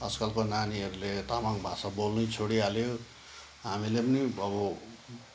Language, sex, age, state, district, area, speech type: Nepali, male, 60+, West Bengal, Kalimpong, rural, spontaneous